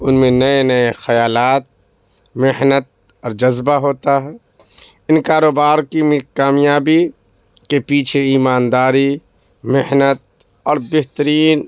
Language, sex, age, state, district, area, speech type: Urdu, male, 30-45, Bihar, Madhubani, rural, spontaneous